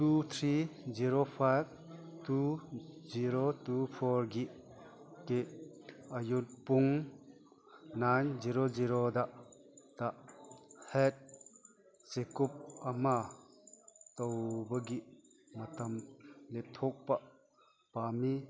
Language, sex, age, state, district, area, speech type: Manipuri, male, 60+, Manipur, Chandel, rural, read